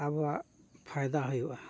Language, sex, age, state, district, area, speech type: Santali, male, 45-60, Odisha, Mayurbhanj, rural, spontaneous